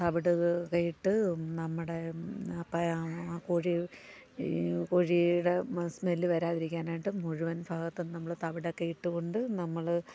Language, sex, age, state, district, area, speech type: Malayalam, female, 30-45, Kerala, Alappuzha, rural, spontaneous